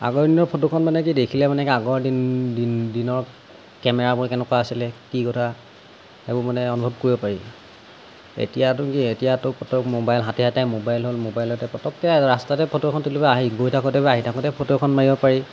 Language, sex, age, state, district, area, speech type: Assamese, male, 18-30, Assam, Golaghat, rural, spontaneous